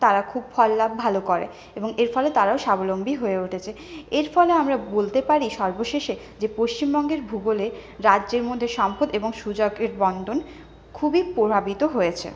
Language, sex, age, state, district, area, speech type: Bengali, female, 30-45, West Bengal, Purulia, urban, spontaneous